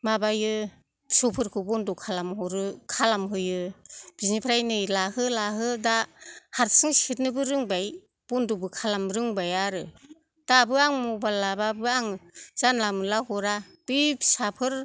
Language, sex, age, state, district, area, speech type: Bodo, female, 60+, Assam, Kokrajhar, rural, spontaneous